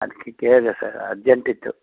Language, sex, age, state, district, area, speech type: Kannada, male, 60+, Karnataka, Shimoga, urban, conversation